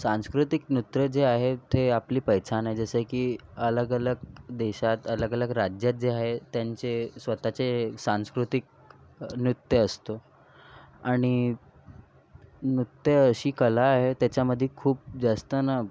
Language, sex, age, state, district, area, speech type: Marathi, male, 18-30, Maharashtra, Nagpur, urban, spontaneous